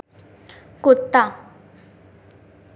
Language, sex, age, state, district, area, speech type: Hindi, female, 18-30, Madhya Pradesh, Gwalior, rural, read